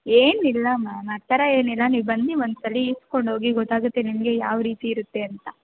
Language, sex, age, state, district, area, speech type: Kannada, female, 18-30, Karnataka, Bangalore Urban, urban, conversation